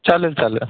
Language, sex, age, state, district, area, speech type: Marathi, male, 30-45, Maharashtra, Amravati, rural, conversation